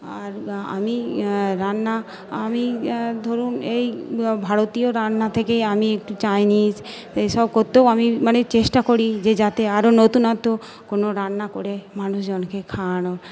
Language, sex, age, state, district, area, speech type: Bengali, female, 45-60, West Bengal, Purba Bardhaman, urban, spontaneous